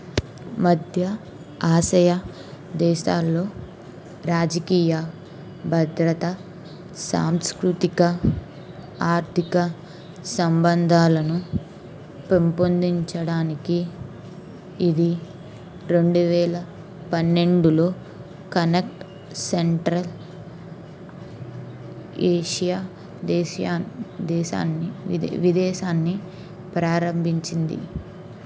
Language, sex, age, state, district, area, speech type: Telugu, female, 18-30, Andhra Pradesh, N T Rama Rao, urban, read